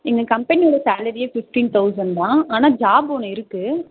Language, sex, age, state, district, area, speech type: Tamil, female, 18-30, Tamil Nadu, Mayiladuthurai, rural, conversation